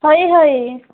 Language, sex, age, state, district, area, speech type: Odia, female, 45-60, Odisha, Nabarangpur, rural, conversation